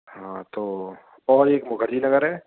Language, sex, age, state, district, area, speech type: Hindi, male, 18-30, Rajasthan, Bharatpur, urban, conversation